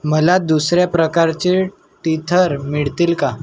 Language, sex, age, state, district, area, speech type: Marathi, male, 18-30, Maharashtra, Nagpur, urban, read